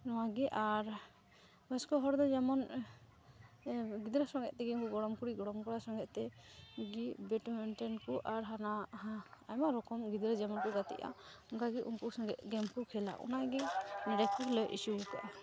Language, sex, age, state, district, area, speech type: Santali, female, 18-30, West Bengal, Malda, rural, spontaneous